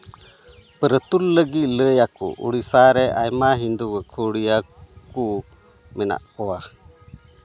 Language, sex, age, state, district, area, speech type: Santali, male, 30-45, Jharkhand, Pakur, rural, read